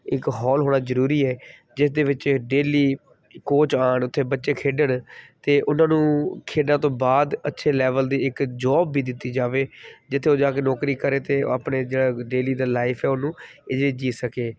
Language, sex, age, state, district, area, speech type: Punjabi, male, 30-45, Punjab, Kapurthala, urban, spontaneous